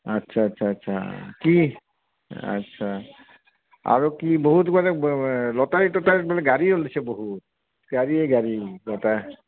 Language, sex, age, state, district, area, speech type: Assamese, male, 60+, Assam, Barpeta, rural, conversation